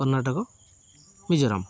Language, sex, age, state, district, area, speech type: Odia, male, 30-45, Odisha, Jagatsinghpur, rural, spontaneous